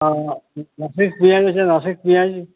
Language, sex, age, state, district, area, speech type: Bengali, male, 60+, West Bengal, Uttar Dinajpur, urban, conversation